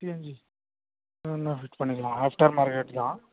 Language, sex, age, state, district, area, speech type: Tamil, male, 18-30, Tamil Nadu, Krishnagiri, rural, conversation